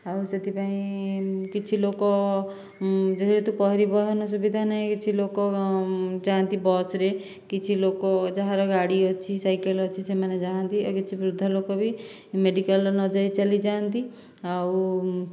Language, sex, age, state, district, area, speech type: Odia, female, 60+, Odisha, Dhenkanal, rural, spontaneous